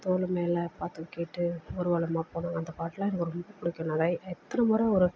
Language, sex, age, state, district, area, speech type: Tamil, female, 45-60, Tamil Nadu, Perambalur, rural, spontaneous